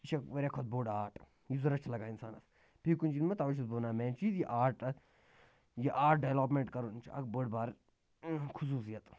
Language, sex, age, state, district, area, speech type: Kashmiri, male, 30-45, Jammu and Kashmir, Bandipora, rural, spontaneous